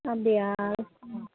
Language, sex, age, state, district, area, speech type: Tamil, female, 30-45, Tamil Nadu, Tiruvannamalai, rural, conversation